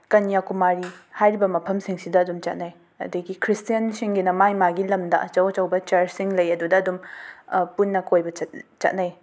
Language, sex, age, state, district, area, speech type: Manipuri, female, 30-45, Manipur, Imphal West, urban, spontaneous